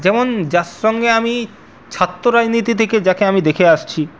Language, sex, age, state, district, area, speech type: Bengali, male, 45-60, West Bengal, Purulia, urban, spontaneous